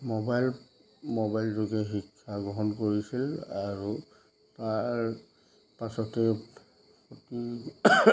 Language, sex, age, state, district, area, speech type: Assamese, male, 45-60, Assam, Dhemaji, rural, spontaneous